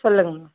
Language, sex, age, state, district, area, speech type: Tamil, female, 18-30, Tamil Nadu, Dharmapuri, rural, conversation